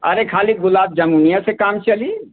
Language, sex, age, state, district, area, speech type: Hindi, male, 60+, Uttar Pradesh, Azamgarh, rural, conversation